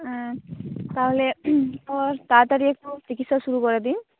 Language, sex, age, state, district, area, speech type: Bengali, female, 18-30, West Bengal, Jhargram, rural, conversation